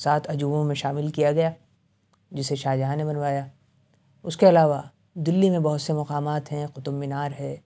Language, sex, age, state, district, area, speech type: Urdu, male, 30-45, Uttar Pradesh, Aligarh, rural, spontaneous